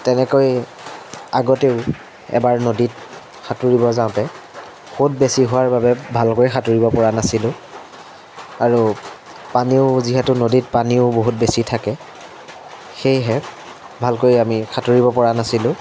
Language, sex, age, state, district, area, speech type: Assamese, male, 18-30, Assam, Majuli, urban, spontaneous